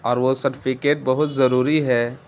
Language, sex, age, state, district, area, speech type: Urdu, male, 18-30, Bihar, Gaya, urban, spontaneous